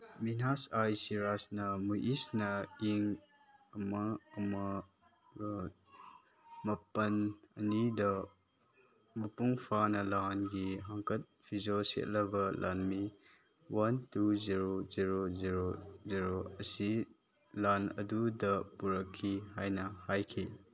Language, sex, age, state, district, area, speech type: Manipuri, male, 18-30, Manipur, Chandel, rural, read